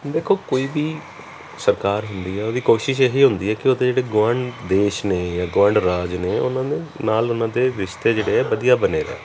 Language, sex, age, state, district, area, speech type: Punjabi, male, 30-45, Punjab, Kapurthala, urban, spontaneous